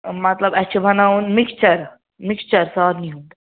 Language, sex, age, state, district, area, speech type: Kashmiri, male, 18-30, Jammu and Kashmir, Ganderbal, rural, conversation